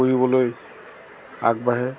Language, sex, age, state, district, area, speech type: Assamese, male, 45-60, Assam, Charaideo, urban, spontaneous